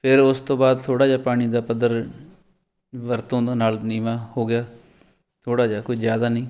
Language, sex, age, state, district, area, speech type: Punjabi, male, 45-60, Punjab, Fatehgarh Sahib, urban, spontaneous